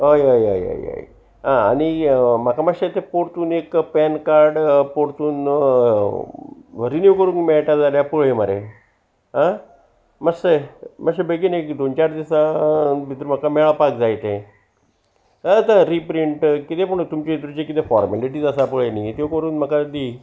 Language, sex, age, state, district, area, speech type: Goan Konkani, male, 60+, Goa, Salcete, rural, spontaneous